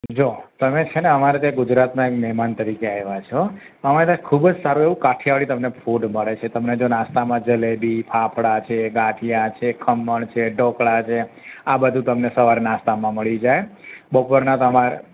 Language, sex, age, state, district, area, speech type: Gujarati, male, 30-45, Gujarat, Ahmedabad, urban, conversation